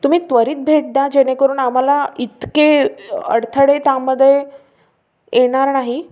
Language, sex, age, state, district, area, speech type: Marathi, female, 18-30, Maharashtra, Amravati, urban, spontaneous